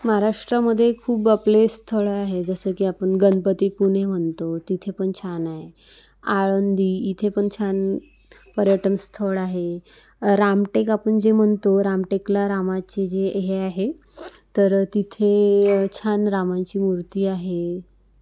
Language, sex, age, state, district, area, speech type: Marathi, female, 18-30, Maharashtra, Wardha, urban, spontaneous